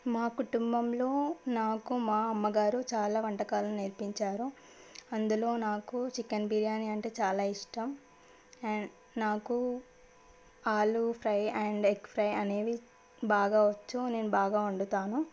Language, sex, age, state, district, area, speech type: Telugu, female, 18-30, Telangana, Medchal, urban, spontaneous